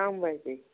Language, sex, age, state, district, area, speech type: Kashmiri, female, 30-45, Jammu and Kashmir, Bandipora, rural, conversation